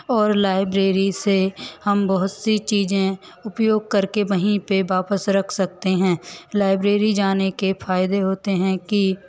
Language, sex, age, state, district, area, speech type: Hindi, female, 18-30, Madhya Pradesh, Hoshangabad, rural, spontaneous